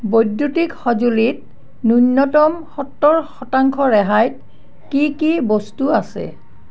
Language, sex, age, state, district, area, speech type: Assamese, female, 60+, Assam, Barpeta, rural, read